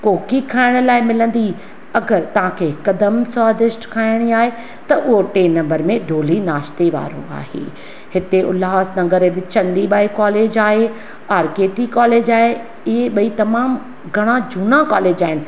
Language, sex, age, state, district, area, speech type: Sindhi, female, 45-60, Maharashtra, Thane, urban, spontaneous